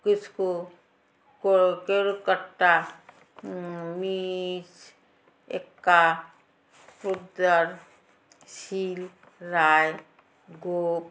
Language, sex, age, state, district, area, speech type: Bengali, female, 60+, West Bengal, Alipurduar, rural, spontaneous